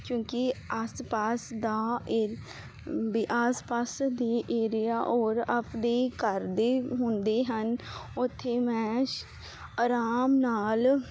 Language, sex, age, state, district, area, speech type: Punjabi, female, 18-30, Punjab, Fazilka, rural, spontaneous